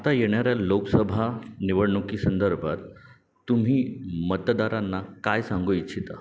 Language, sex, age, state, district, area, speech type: Marathi, male, 30-45, Maharashtra, Ratnagiri, urban, spontaneous